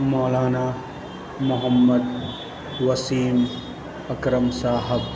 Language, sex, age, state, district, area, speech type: Urdu, male, 18-30, Uttar Pradesh, Lucknow, urban, spontaneous